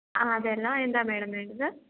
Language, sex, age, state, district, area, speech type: Malayalam, female, 18-30, Kerala, Kottayam, rural, conversation